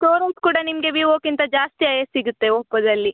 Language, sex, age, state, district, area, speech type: Kannada, female, 18-30, Karnataka, Udupi, rural, conversation